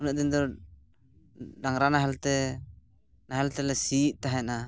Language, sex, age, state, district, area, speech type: Santali, male, 30-45, West Bengal, Purulia, rural, spontaneous